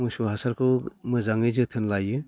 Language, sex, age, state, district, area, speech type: Bodo, male, 60+, Assam, Baksa, rural, spontaneous